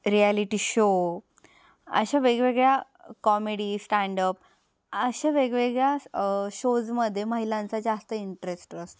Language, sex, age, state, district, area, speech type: Marathi, female, 18-30, Maharashtra, Ahmednagar, rural, spontaneous